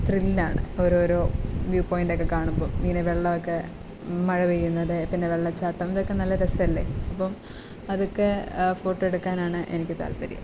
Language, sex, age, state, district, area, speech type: Malayalam, female, 18-30, Kerala, Kottayam, rural, spontaneous